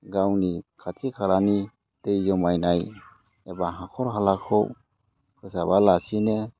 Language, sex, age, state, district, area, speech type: Bodo, male, 45-60, Assam, Udalguri, urban, spontaneous